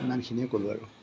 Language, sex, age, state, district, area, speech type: Assamese, male, 60+, Assam, Kamrup Metropolitan, urban, spontaneous